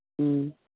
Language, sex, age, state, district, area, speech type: Manipuri, female, 60+, Manipur, Imphal East, rural, conversation